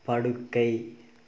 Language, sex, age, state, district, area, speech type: Tamil, male, 18-30, Tamil Nadu, Dharmapuri, rural, read